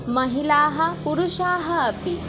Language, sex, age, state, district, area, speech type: Sanskrit, female, 18-30, West Bengal, Jalpaiguri, urban, spontaneous